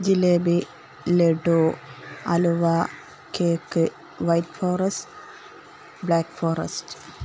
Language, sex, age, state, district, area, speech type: Malayalam, female, 45-60, Kerala, Palakkad, rural, spontaneous